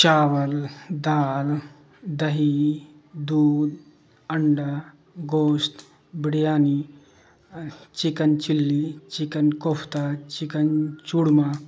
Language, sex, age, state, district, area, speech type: Urdu, male, 45-60, Bihar, Darbhanga, rural, spontaneous